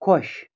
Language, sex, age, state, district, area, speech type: Kashmiri, male, 30-45, Jammu and Kashmir, Bandipora, rural, read